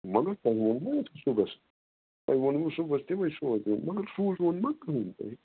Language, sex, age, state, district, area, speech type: Kashmiri, male, 60+, Jammu and Kashmir, Srinagar, urban, conversation